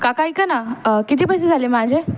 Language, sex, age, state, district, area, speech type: Marathi, female, 18-30, Maharashtra, Pune, urban, spontaneous